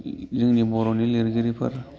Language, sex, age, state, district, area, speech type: Bodo, male, 30-45, Assam, Udalguri, urban, spontaneous